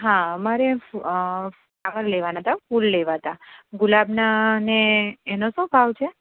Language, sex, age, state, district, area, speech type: Gujarati, female, 30-45, Gujarat, Anand, urban, conversation